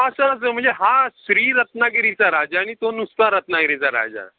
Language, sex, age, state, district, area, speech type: Marathi, male, 45-60, Maharashtra, Ratnagiri, urban, conversation